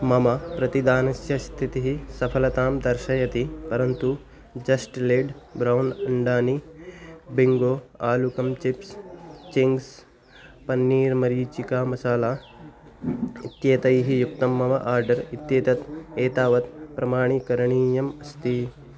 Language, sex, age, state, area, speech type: Sanskrit, male, 18-30, Delhi, rural, read